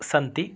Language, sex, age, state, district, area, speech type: Sanskrit, male, 30-45, Karnataka, Shimoga, urban, spontaneous